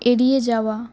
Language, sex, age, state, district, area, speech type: Bengali, female, 18-30, West Bengal, Paschim Bardhaman, urban, read